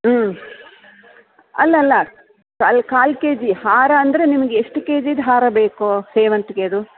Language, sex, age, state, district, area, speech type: Kannada, female, 45-60, Karnataka, Bellary, urban, conversation